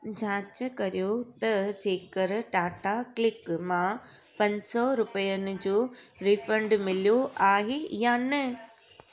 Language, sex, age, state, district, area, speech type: Sindhi, female, 30-45, Gujarat, Surat, urban, read